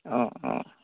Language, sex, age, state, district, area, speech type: Assamese, male, 18-30, Assam, Golaghat, rural, conversation